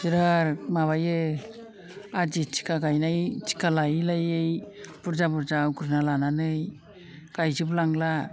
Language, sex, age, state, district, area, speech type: Bodo, female, 60+, Assam, Udalguri, rural, spontaneous